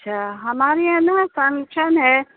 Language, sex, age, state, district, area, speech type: Urdu, female, 45-60, Uttar Pradesh, Rampur, urban, conversation